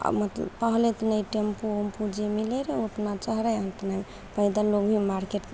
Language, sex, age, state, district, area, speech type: Maithili, female, 18-30, Bihar, Begusarai, rural, spontaneous